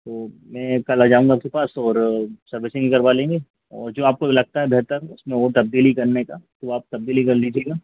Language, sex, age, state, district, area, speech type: Hindi, male, 45-60, Madhya Pradesh, Hoshangabad, rural, conversation